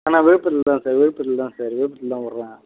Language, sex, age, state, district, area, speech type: Tamil, male, 18-30, Tamil Nadu, Viluppuram, rural, conversation